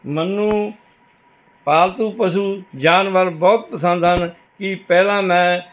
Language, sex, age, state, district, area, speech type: Punjabi, male, 60+, Punjab, Rupnagar, urban, spontaneous